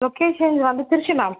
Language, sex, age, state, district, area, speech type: Tamil, female, 18-30, Tamil Nadu, Viluppuram, rural, conversation